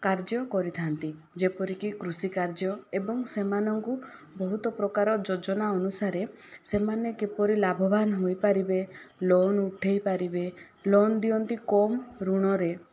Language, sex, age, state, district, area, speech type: Odia, female, 18-30, Odisha, Kandhamal, rural, spontaneous